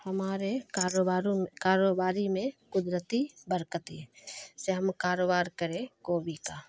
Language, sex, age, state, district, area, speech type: Urdu, female, 30-45, Bihar, Khagaria, rural, spontaneous